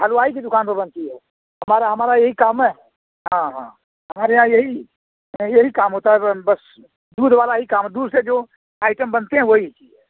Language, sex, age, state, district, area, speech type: Hindi, male, 45-60, Uttar Pradesh, Azamgarh, rural, conversation